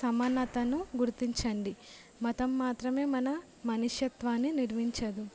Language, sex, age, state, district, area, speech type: Telugu, female, 18-30, Telangana, Jangaon, urban, spontaneous